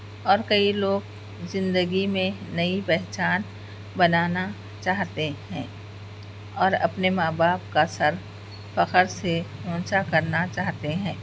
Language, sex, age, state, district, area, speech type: Urdu, other, 60+, Telangana, Hyderabad, urban, spontaneous